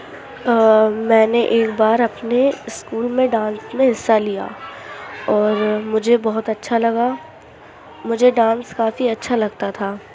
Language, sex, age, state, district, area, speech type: Urdu, female, 45-60, Delhi, Central Delhi, urban, spontaneous